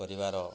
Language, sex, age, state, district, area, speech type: Odia, male, 45-60, Odisha, Mayurbhanj, rural, spontaneous